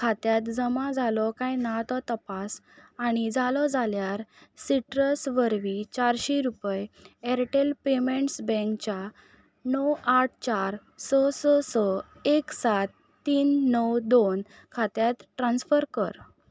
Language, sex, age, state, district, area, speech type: Goan Konkani, female, 18-30, Goa, Ponda, rural, read